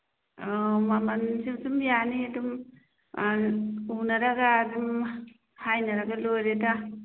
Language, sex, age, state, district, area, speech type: Manipuri, female, 45-60, Manipur, Churachandpur, urban, conversation